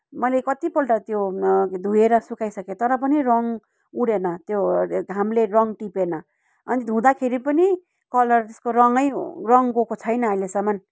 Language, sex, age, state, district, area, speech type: Nepali, female, 30-45, West Bengal, Kalimpong, rural, spontaneous